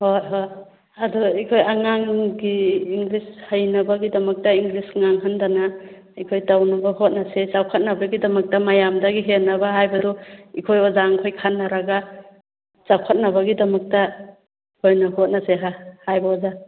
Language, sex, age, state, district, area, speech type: Manipuri, female, 45-60, Manipur, Churachandpur, rural, conversation